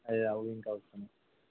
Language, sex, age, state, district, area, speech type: Telugu, male, 18-30, Telangana, Jangaon, urban, conversation